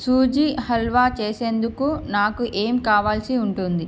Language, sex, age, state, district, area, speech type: Telugu, female, 30-45, Andhra Pradesh, Srikakulam, urban, read